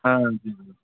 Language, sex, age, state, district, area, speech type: Urdu, male, 30-45, Bihar, Purnia, rural, conversation